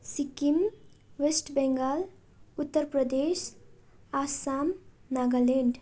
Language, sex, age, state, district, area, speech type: Nepali, female, 18-30, West Bengal, Darjeeling, rural, spontaneous